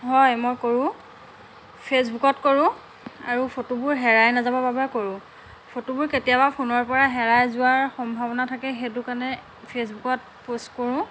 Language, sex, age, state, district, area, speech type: Assamese, female, 45-60, Assam, Lakhimpur, rural, spontaneous